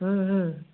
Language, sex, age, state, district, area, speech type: Bengali, male, 45-60, West Bengal, North 24 Parganas, rural, conversation